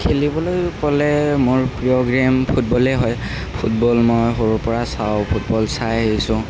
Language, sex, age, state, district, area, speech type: Assamese, male, 18-30, Assam, Kamrup Metropolitan, urban, spontaneous